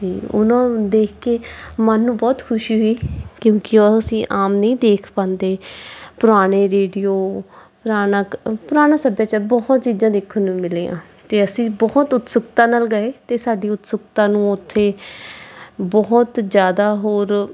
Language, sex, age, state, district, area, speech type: Punjabi, female, 30-45, Punjab, Mansa, urban, spontaneous